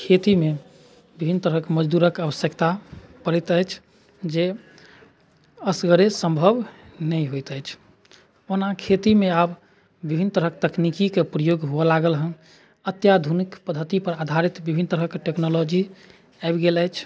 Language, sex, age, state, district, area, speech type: Maithili, male, 30-45, Bihar, Madhubani, rural, spontaneous